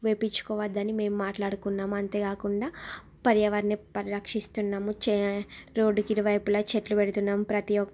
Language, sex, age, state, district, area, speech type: Telugu, female, 30-45, Andhra Pradesh, Srikakulam, urban, spontaneous